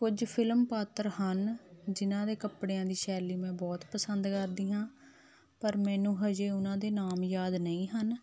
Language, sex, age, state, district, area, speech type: Punjabi, female, 30-45, Punjab, Hoshiarpur, rural, spontaneous